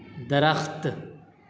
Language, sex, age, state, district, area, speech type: Urdu, male, 18-30, Delhi, South Delhi, urban, read